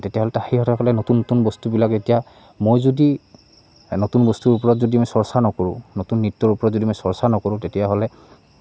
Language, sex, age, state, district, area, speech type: Assamese, male, 18-30, Assam, Goalpara, rural, spontaneous